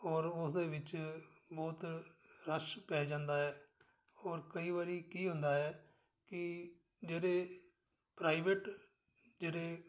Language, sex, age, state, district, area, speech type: Punjabi, male, 60+, Punjab, Amritsar, urban, spontaneous